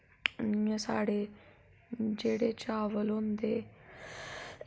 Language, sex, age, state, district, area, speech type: Dogri, female, 18-30, Jammu and Kashmir, Udhampur, rural, spontaneous